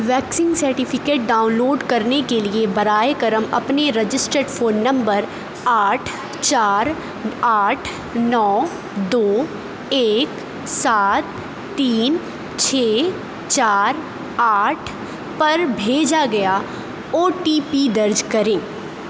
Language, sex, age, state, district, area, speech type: Urdu, female, 30-45, Uttar Pradesh, Aligarh, urban, read